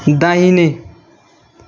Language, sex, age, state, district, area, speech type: Nepali, male, 18-30, West Bengal, Darjeeling, rural, read